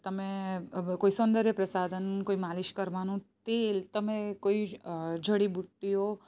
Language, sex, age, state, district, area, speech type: Gujarati, female, 30-45, Gujarat, Surat, rural, spontaneous